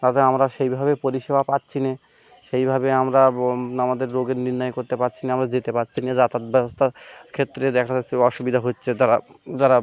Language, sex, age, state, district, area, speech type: Bengali, male, 18-30, West Bengal, Birbhum, urban, spontaneous